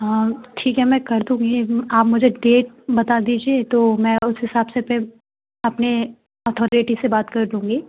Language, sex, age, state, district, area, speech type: Hindi, female, 18-30, Madhya Pradesh, Gwalior, rural, conversation